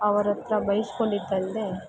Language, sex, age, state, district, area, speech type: Kannada, female, 45-60, Karnataka, Kolar, rural, spontaneous